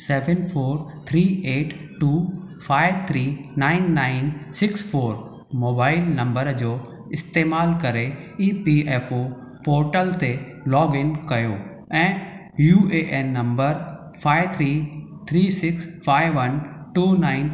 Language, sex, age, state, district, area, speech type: Sindhi, male, 45-60, Maharashtra, Thane, urban, read